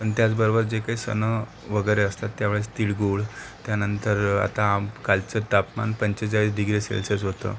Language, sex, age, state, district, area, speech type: Marathi, male, 18-30, Maharashtra, Akola, rural, spontaneous